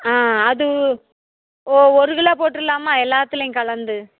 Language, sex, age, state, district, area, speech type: Tamil, female, 60+, Tamil Nadu, Theni, rural, conversation